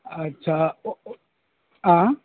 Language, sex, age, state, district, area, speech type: Urdu, male, 18-30, Bihar, Purnia, rural, conversation